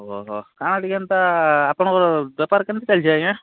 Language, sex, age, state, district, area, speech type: Odia, male, 30-45, Odisha, Balangir, urban, conversation